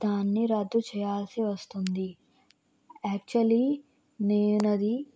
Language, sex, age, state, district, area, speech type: Telugu, female, 18-30, Andhra Pradesh, Krishna, rural, spontaneous